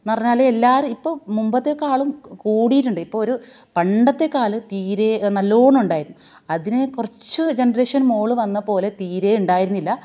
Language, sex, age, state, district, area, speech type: Malayalam, female, 30-45, Kerala, Kasaragod, rural, spontaneous